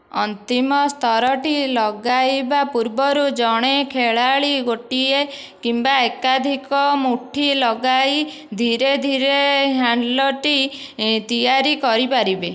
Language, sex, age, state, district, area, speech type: Odia, female, 30-45, Odisha, Dhenkanal, rural, read